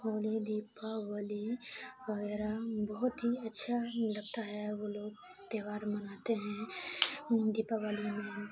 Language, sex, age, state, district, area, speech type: Urdu, female, 18-30, Bihar, Khagaria, rural, spontaneous